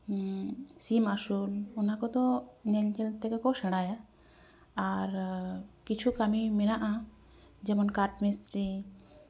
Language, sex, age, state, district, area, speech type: Santali, female, 30-45, West Bengal, Jhargram, rural, spontaneous